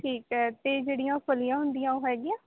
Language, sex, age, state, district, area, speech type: Punjabi, female, 18-30, Punjab, Gurdaspur, rural, conversation